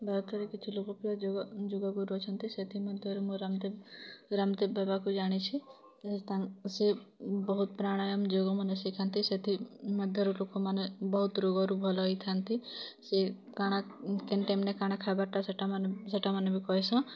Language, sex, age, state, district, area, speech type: Odia, female, 30-45, Odisha, Kalahandi, rural, spontaneous